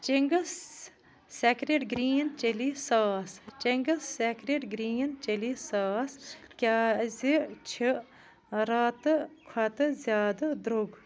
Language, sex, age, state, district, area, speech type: Kashmiri, female, 45-60, Jammu and Kashmir, Bandipora, rural, read